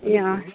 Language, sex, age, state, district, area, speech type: Nepali, female, 30-45, West Bengal, Kalimpong, rural, conversation